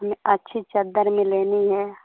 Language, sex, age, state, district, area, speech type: Hindi, female, 45-60, Uttar Pradesh, Pratapgarh, rural, conversation